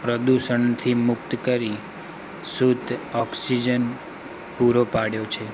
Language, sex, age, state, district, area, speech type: Gujarati, male, 18-30, Gujarat, Anand, urban, spontaneous